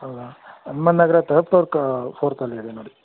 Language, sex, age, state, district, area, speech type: Kannada, male, 18-30, Karnataka, Tumkur, urban, conversation